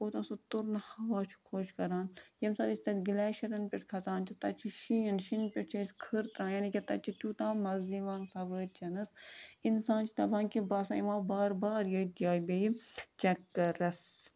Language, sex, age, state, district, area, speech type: Kashmiri, female, 30-45, Jammu and Kashmir, Budgam, rural, spontaneous